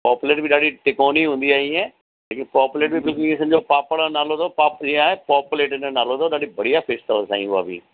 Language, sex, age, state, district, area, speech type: Sindhi, male, 45-60, Delhi, South Delhi, urban, conversation